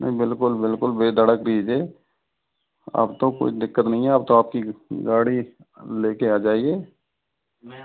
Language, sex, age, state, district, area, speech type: Hindi, male, 45-60, Rajasthan, Karauli, rural, conversation